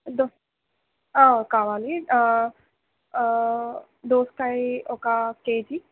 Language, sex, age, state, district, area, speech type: Telugu, female, 18-30, Telangana, Mancherial, rural, conversation